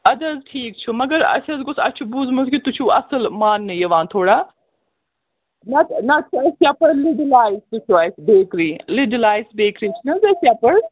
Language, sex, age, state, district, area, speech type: Kashmiri, female, 18-30, Jammu and Kashmir, Srinagar, urban, conversation